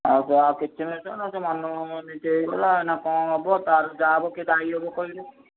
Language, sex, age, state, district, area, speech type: Odia, male, 18-30, Odisha, Bhadrak, rural, conversation